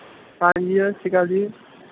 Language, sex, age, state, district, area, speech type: Punjabi, male, 18-30, Punjab, Mohali, rural, conversation